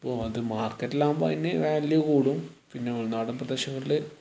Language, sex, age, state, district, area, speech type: Malayalam, male, 18-30, Kerala, Wayanad, rural, spontaneous